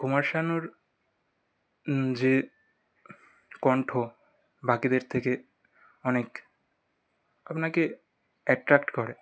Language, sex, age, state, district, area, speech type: Bengali, male, 18-30, West Bengal, North 24 Parganas, urban, spontaneous